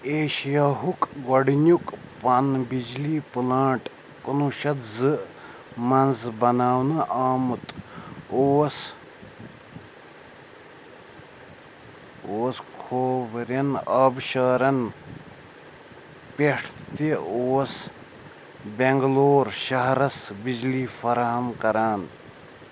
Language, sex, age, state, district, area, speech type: Kashmiri, male, 45-60, Jammu and Kashmir, Srinagar, urban, read